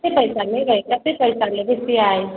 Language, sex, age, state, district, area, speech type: Maithili, male, 45-60, Bihar, Sitamarhi, urban, conversation